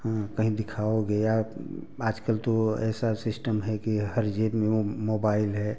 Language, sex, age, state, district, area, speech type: Hindi, male, 45-60, Uttar Pradesh, Prayagraj, urban, spontaneous